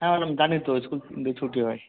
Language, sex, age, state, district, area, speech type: Bengali, male, 30-45, West Bengal, South 24 Parganas, rural, conversation